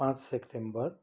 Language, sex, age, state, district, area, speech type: Nepali, male, 60+, West Bengal, Kalimpong, rural, spontaneous